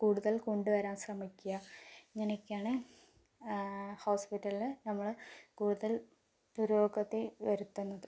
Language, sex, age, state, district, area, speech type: Malayalam, female, 18-30, Kerala, Palakkad, urban, spontaneous